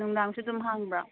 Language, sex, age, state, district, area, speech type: Manipuri, female, 45-60, Manipur, Imphal East, rural, conversation